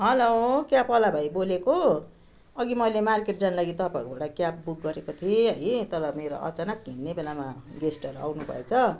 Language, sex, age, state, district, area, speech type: Nepali, female, 60+, West Bengal, Darjeeling, rural, spontaneous